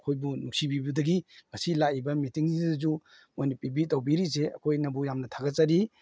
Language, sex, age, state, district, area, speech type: Manipuri, male, 45-60, Manipur, Imphal East, rural, spontaneous